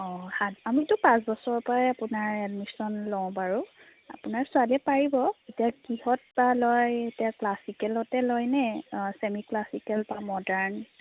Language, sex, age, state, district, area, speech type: Assamese, female, 30-45, Assam, Biswanath, rural, conversation